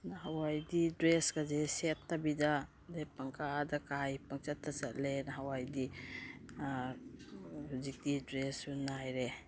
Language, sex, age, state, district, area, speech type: Manipuri, female, 45-60, Manipur, Imphal East, rural, spontaneous